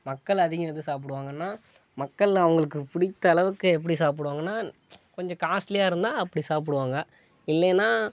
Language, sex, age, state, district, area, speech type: Tamil, male, 18-30, Tamil Nadu, Kallakurichi, urban, spontaneous